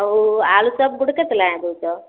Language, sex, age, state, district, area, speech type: Odia, female, 45-60, Odisha, Gajapati, rural, conversation